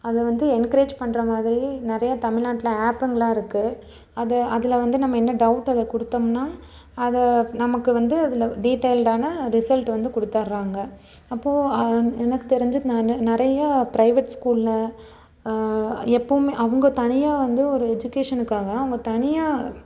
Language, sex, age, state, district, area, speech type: Tamil, female, 30-45, Tamil Nadu, Nilgiris, urban, spontaneous